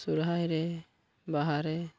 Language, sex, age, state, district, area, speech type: Santali, male, 18-30, Jharkhand, Pakur, rural, spontaneous